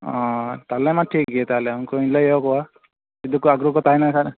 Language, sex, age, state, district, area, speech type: Santali, male, 18-30, West Bengal, Malda, rural, conversation